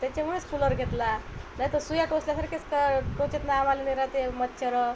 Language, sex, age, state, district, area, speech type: Marathi, female, 45-60, Maharashtra, Washim, rural, spontaneous